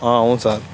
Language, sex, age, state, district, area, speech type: Telugu, male, 18-30, Andhra Pradesh, Bapatla, rural, spontaneous